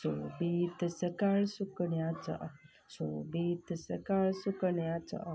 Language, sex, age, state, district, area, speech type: Goan Konkani, female, 30-45, Goa, Canacona, rural, spontaneous